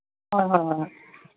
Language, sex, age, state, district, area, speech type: Manipuri, female, 45-60, Manipur, Imphal East, rural, conversation